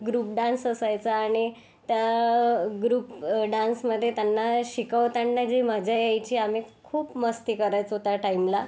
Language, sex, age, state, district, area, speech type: Marathi, female, 18-30, Maharashtra, Yavatmal, urban, spontaneous